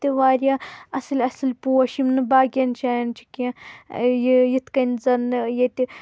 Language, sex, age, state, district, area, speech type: Kashmiri, female, 18-30, Jammu and Kashmir, Pulwama, rural, spontaneous